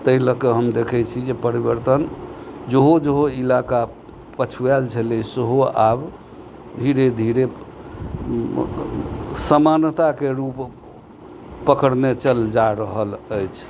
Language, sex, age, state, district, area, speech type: Maithili, male, 60+, Bihar, Madhubani, rural, spontaneous